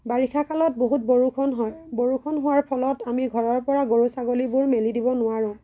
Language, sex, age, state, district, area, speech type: Assamese, female, 30-45, Assam, Lakhimpur, rural, spontaneous